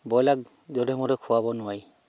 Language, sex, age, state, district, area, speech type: Assamese, male, 45-60, Assam, Sivasagar, rural, spontaneous